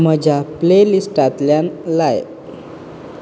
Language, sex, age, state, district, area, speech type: Goan Konkani, male, 18-30, Goa, Quepem, rural, read